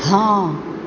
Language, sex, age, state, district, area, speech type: Maithili, female, 60+, Bihar, Supaul, rural, read